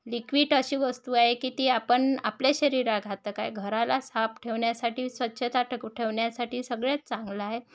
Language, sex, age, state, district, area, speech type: Marathi, female, 30-45, Maharashtra, Wardha, rural, spontaneous